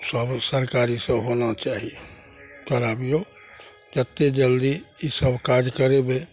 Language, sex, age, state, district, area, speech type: Maithili, male, 45-60, Bihar, Araria, rural, spontaneous